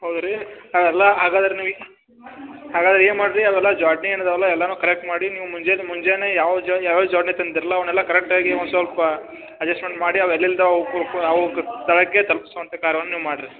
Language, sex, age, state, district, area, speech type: Kannada, male, 30-45, Karnataka, Belgaum, rural, conversation